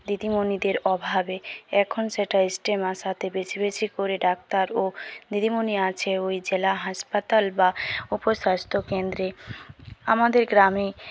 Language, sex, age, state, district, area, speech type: Bengali, female, 18-30, West Bengal, Jhargram, rural, spontaneous